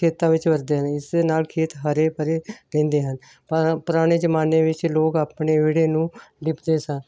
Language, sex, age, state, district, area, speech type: Punjabi, female, 60+, Punjab, Hoshiarpur, rural, spontaneous